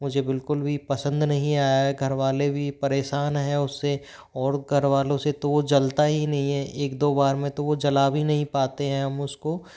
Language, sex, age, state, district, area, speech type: Hindi, male, 30-45, Rajasthan, Jaipur, urban, spontaneous